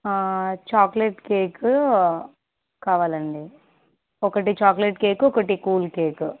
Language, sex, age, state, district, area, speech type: Telugu, female, 18-30, Andhra Pradesh, Nandyal, rural, conversation